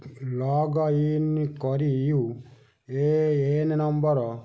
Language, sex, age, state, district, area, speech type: Odia, male, 45-60, Odisha, Kendujhar, urban, read